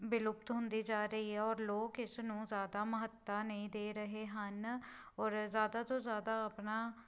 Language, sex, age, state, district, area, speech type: Punjabi, female, 18-30, Punjab, Pathankot, rural, spontaneous